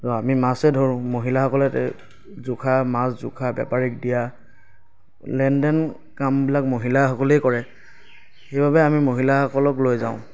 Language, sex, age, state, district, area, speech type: Assamese, male, 45-60, Assam, Lakhimpur, rural, spontaneous